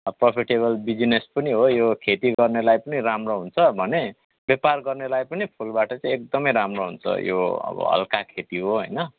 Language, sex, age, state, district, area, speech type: Nepali, male, 45-60, West Bengal, Kalimpong, rural, conversation